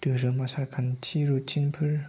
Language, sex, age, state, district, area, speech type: Bodo, male, 30-45, Assam, Chirang, rural, spontaneous